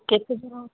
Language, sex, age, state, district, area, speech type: Odia, female, 60+, Odisha, Kandhamal, rural, conversation